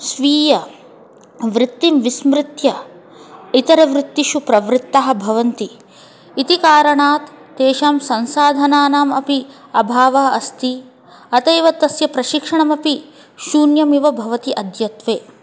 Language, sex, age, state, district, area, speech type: Sanskrit, female, 30-45, Telangana, Hyderabad, urban, spontaneous